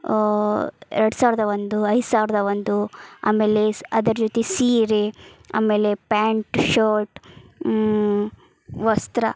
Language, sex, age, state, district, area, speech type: Kannada, female, 30-45, Karnataka, Gadag, rural, spontaneous